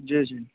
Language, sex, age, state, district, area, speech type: Maithili, male, 18-30, Bihar, Darbhanga, urban, conversation